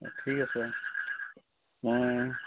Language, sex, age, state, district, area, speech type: Assamese, male, 45-60, Assam, Tinsukia, rural, conversation